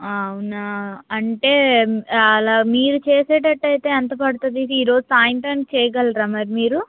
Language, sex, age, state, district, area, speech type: Telugu, female, 30-45, Andhra Pradesh, Krishna, urban, conversation